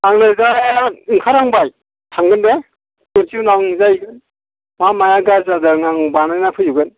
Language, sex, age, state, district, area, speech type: Bodo, male, 45-60, Assam, Chirang, rural, conversation